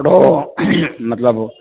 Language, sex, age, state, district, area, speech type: Sindhi, male, 60+, Delhi, South Delhi, urban, conversation